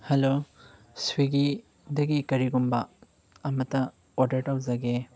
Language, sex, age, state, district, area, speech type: Manipuri, male, 30-45, Manipur, Chandel, rural, spontaneous